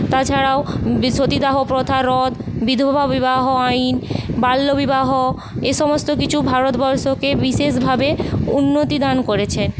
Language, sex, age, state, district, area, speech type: Bengali, female, 45-60, West Bengal, Paschim Medinipur, rural, spontaneous